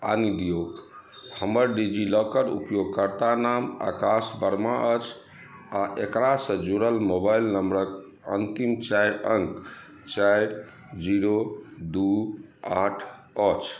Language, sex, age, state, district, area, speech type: Maithili, male, 45-60, Bihar, Madhubani, rural, read